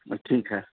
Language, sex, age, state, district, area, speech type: Urdu, male, 18-30, Bihar, Araria, rural, conversation